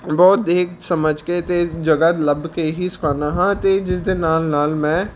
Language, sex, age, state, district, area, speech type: Punjabi, male, 18-30, Punjab, Patiala, urban, spontaneous